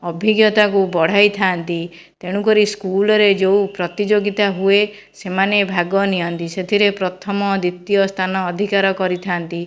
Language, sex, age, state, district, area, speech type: Odia, female, 45-60, Odisha, Jajpur, rural, spontaneous